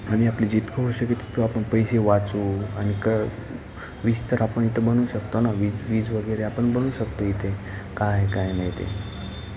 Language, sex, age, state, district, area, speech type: Marathi, male, 18-30, Maharashtra, Nanded, urban, spontaneous